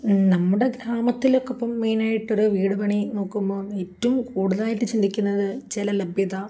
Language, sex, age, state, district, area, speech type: Malayalam, female, 30-45, Kerala, Kozhikode, rural, spontaneous